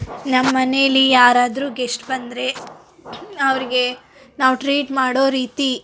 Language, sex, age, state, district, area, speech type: Kannada, female, 18-30, Karnataka, Koppal, rural, spontaneous